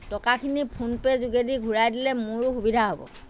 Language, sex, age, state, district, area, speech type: Assamese, female, 60+, Assam, Lakhimpur, rural, spontaneous